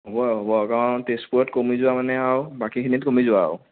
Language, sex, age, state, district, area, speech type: Assamese, male, 30-45, Assam, Sonitpur, rural, conversation